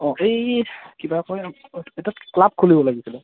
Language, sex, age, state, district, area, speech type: Assamese, male, 18-30, Assam, Goalpara, rural, conversation